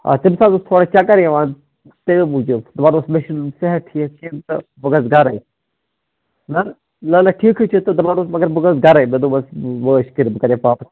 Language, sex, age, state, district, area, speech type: Kashmiri, male, 18-30, Jammu and Kashmir, Baramulla, rural, conversation